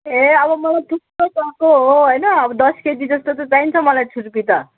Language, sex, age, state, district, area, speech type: Nepali, male, 30-45, West Bengal, Kalimpong, rural, conversation